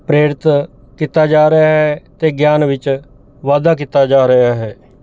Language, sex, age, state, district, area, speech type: Punjabi, male, 45-60, Punjab, Mohali, urban, spontaneous